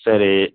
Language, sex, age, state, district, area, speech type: Tamil, male, 60+, Tamil Nadu, Ariyalur, rural, conversation